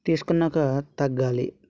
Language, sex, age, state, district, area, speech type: Telugu, male, 30-45, Andhra Pradesh, Vizianagaram, rural, spontaneous